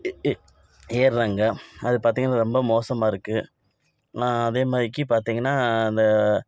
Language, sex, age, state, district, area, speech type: Tamil, male, 30-45, Tamil Nadu, Perambalur, rural, spontaneous